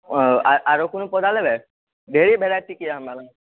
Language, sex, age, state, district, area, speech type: Maithili, female, 30-45, Bihar, Purnia, urban, conversation